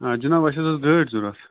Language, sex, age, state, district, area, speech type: Kashmiri, male, 30-45, Jammu and Kashmir, Bandipora, rural, conversation